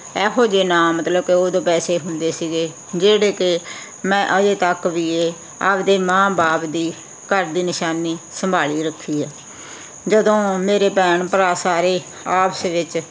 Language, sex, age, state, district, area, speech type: Punjabi, female, 60+, Punjab, Muktsar, urban, spontaneous